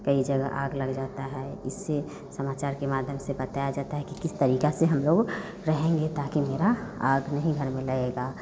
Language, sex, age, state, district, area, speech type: Hindi, female, 30-45, Bihar, Vaishali, urban, spontaneous